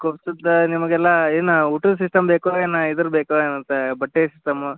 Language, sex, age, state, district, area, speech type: Kannada, male, 18-30, Karnataka, Dharwad, rural, conversation